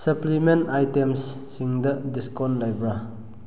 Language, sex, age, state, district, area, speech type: Manipuri, male, 18-30, Manipur, Kakching, rural, read